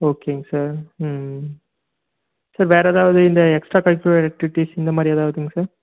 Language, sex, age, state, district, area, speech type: Tamil, male, 30-45, Tamil Nadu, Erode, rural, conversation